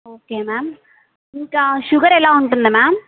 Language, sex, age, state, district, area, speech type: Telugu, female, 18-30, Andhra Pradesh, Sri Balaji, rural, conversation